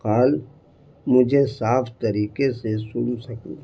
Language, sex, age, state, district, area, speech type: Urdu, male, 60+, Bihar, Gaya, urban, spontaneous